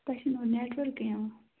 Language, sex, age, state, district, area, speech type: Kashmiri, female, 18-30, Jammu and Kashmir, Bandipora, rural, conversation